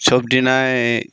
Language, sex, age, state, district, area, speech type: Assamese, male, 30-45, Assam, Sivasagar, rural, spontaneous